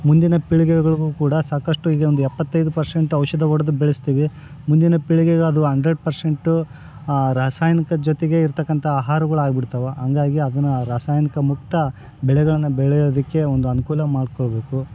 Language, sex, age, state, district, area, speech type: Kannada, male, 45-60, Karnataka, Bellary, rural, spontaneous